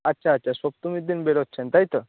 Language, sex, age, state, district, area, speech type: Bengali, male, 30-45, West Bengal, Howrah, urban, conversation